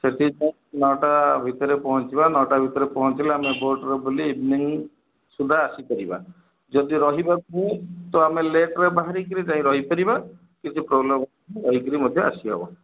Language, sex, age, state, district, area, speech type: Odia, male, 45-60, Odisha, Kendrapara, urban, conversation